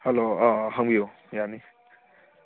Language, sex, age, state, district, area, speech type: Manipuri, male, 18-30, Manipur, Kakching, rural, conversation